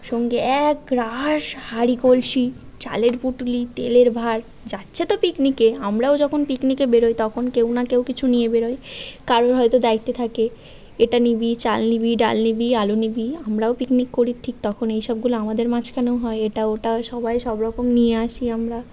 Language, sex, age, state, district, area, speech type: Bengali, female, 18-30, West Bengal, Birbhum, urban, spontaneous